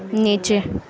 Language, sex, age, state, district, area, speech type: Hindi, female, 18-30, Madhya Pradesh, Harda, urban, read